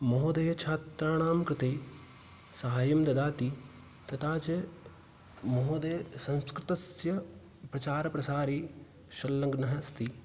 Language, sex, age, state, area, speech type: Sanskrit, male, 18-30, Rajasthan, rural, spontaneous